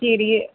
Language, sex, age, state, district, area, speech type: Punjabi, female, 18-30, Punjab, Pathankot, rural, conversation